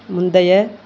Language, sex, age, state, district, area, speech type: Tamil, female, 45-60, Tamil Nadu, Perambalur, urban, read